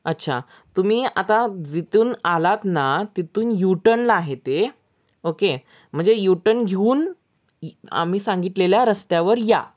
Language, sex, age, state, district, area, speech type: Marathi, male, 18-30, Maharashtra, Sangli, urban, spontaneous